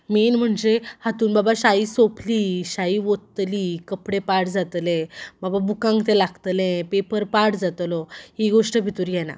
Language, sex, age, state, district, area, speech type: Goan Konkani, female, 18-30, Goa, Ponda, rural, spontaneous